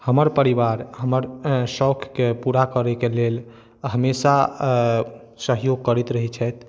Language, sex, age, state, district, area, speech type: Maithili, male, 45-60, Bihar, Madhubani, urban, spontaneous